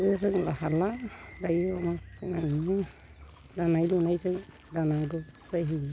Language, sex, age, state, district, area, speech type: Bodo, female, 45-60, Assam, Udalguri, rural, spontaneous